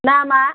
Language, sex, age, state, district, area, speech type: Bodo, female, 60+, Assam, Chirang, rural, conversation